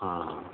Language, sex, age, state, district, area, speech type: Maithili, male, 45-60, Bihar, Sitamarhi, rural, conversation